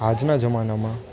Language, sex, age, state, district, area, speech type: Gujarati, male, 18-30, Gujarat, Junagadh, urban, spontaneous